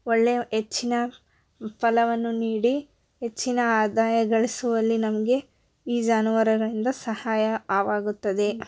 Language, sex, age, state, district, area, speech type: Kannada, female, 18-30, Karnataka, Koppal, rural, spontaneous